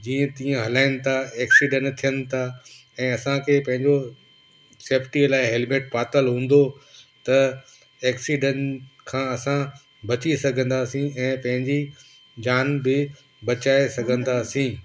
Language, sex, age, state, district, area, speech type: Sindhi, male, 18-30, Gujarat, Kutch, rural, spontaneous